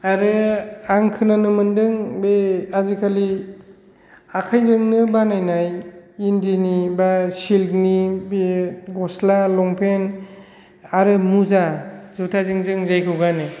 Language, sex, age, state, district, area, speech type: Bodo, male, 45-60, Assam, Kokrajhar, rural, spontaneous